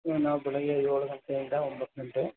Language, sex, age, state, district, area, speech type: Kannada, male, 45-60, Karnataka, Ramanagara, urban, conversation